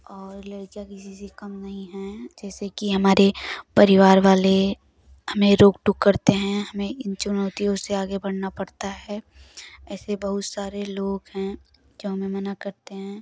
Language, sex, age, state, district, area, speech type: Hindi, female, 18-30, Uttar Pradesh, Prayagraj, rural, spontaneous